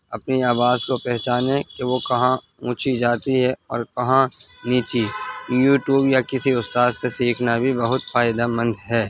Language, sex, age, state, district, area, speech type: Urdu, male, 18-30, Delhi, North East Delhi, urban, spontaneous